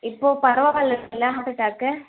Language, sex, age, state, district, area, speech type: Tamil, female, 18-30, Tamil Nadu, Vellore, urban, conversation